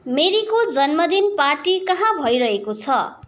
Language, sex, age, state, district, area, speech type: Nepali, female, 18-30, West Bengal, Kalimpong, rural, read